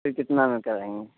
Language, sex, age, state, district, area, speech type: Urdu, male, 30-45, Uttar Pradesh, Lucknow, urban, conversation